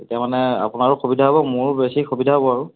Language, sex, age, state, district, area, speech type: Assamese, male, 30-45, Assam, Lakhimpur, urban, conversation